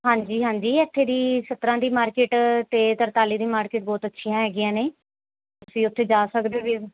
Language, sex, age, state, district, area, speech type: Punjabi, female, 30-45, Punjab, Mohali, urban, conversation